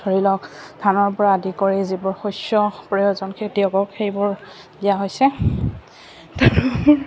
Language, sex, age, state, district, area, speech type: Assamese, female, 18-30, Assam, Goalpara, rural, spontaneous